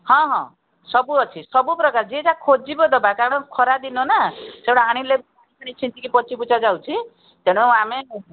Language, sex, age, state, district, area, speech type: Odia, female, 45-60, Odisha, Koraput, urban, conversation